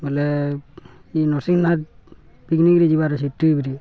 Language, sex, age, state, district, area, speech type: Odia, male, 18-30, Odisha, Balangir, urban, spontaneous